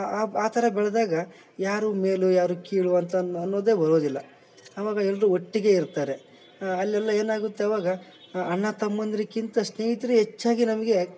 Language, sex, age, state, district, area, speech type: Kannada, male, 18-30, Karnataka, Bellary, rural, spontaneous